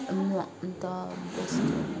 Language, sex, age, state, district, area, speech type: Nepali, female, 30-45, West Bengal, Alipurduar, urban, spontaneous